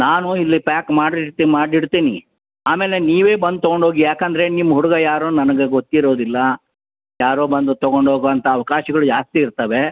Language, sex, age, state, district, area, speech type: Kannada, male, 60+, Karnataka, Bellary, rural, conversation